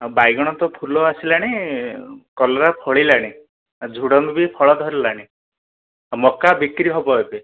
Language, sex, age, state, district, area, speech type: Odia, male, 30-45, Odisha, Dhenkanal, rural, conversation